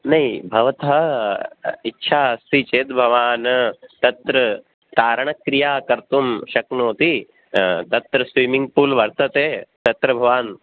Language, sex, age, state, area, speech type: Sanskrit, male, 18-30, Rajasthan, urban, conversation